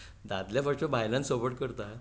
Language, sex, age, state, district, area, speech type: Goan Konkani, male, 60+, Goa, Tiswadi, rural, spontaneous